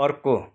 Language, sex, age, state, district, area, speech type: Nepali, male, 60+, West Bengal, Kalimpong, rural, read